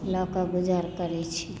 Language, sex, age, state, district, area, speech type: Maithili, female, 45-60, Bihar, Madhubani, rural, spontaneous